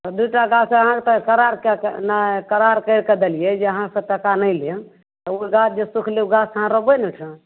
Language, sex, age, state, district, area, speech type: Maithili, female, 45-60, Bihar, Madhepura, rural, conversation